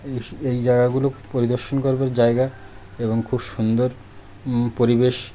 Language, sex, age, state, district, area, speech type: Bengali, male, 30-45, West Bengal, Birbhum, urban, spontaneous